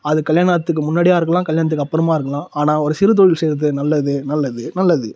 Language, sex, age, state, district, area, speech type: Tamil, male, 30-45, Tamil Nadu, Tiruvannamalai, rural, spontaneous